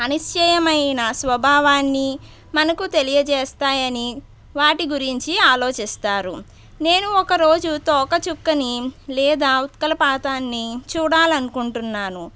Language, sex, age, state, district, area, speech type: Telugu, female, 45-60, Andhra Pradesh, Konaseema, urban, spontaneous